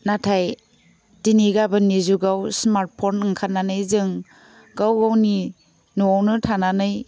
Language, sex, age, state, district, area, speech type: Bodo, female, 30-45, Assam, Udalguri, rural, spontaneous